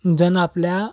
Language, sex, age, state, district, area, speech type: Marathi, male, 18-30, Maharashtra, Kolhapur, urban, spontaneous